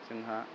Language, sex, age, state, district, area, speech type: Bodo, male, 30-45, Assam, Chirang, rural, spontaneous